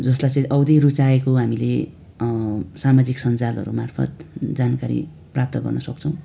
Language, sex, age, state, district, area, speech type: Nepali, male, 18-30, West Bengal, Darjeeling, rural, spontaneous